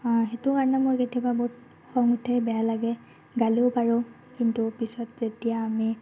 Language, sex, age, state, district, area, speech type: Assamese, female, 30-45, Assam, Morigaon, rural, spontaneous